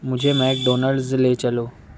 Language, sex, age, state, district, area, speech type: Urdu, male, 60+, Maharashtra, Nashik, urban, read